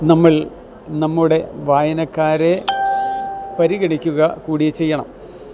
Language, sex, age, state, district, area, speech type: Malayalam, male, 60+, Kerala, Kottayam, rural, spontaneous